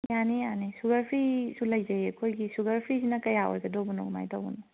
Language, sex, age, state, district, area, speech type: Manipuri, female, 18-30, Manipur, Kangpokpi, urban, conversation